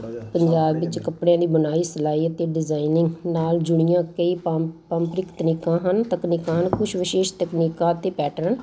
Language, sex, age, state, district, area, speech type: Punjabi, female, 45-60, Punjab, Ludhiana, urban, spontaneous